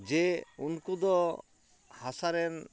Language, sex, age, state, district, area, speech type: Santali, male, 45-60, West Bengal, Purulia, rural, spontaneous